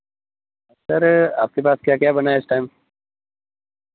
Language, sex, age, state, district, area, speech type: Dogri, male, 30-45, Jammu and Kashmir, Reasi, urban, conversation